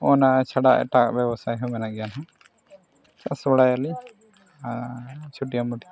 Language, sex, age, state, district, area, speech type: Santali, male, 45-60, Odisha, Mayurbhanj, rural, spontaneous